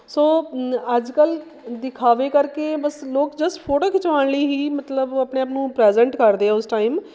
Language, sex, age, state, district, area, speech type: Punjabi, female, 45-60, Punjab, Shaheed Bhagat Singh Nagar, urban, spontaneous